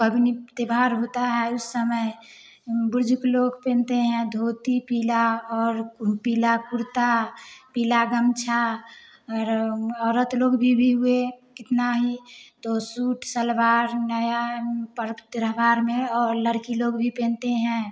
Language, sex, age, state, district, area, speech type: Hindi, female, 18-30, Bihar, Samastipur, rural, spontaneous